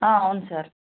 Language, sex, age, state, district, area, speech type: Telugu, female, 30-45, Telangana, Vikarabad, urban, conversation